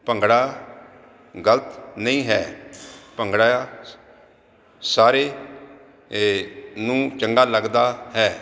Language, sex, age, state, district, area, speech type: Punjabi, male, 45-60, Punjab, Jalandhar, urban, spontaneous